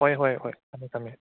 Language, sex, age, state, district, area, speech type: Manipuri, male, 18-30, Manipur, Churachandpur, urban, conversation